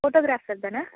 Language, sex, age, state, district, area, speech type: Tamil, female, 45-60, Tamil Nadu, Mayiladuthurai, rural, conversation